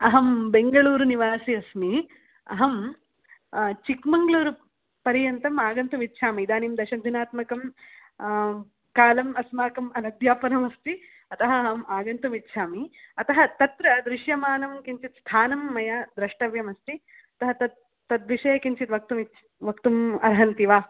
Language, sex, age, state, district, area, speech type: Sanskrit, female, 18-30, Karnataka, Bangalore Rural, rural, conversation